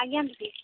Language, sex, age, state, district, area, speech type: Odia, female, 45-60, Odisha, Angul, rural, conversation